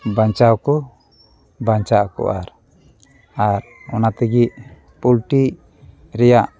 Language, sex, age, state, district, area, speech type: Santali, male, 30-45, West Bengal, Dakshin Dinajpur, rural, spontaneous